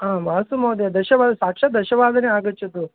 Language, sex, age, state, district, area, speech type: Sanskrit, male, 30-45, Karnataka, Vijayapura, urban, conversation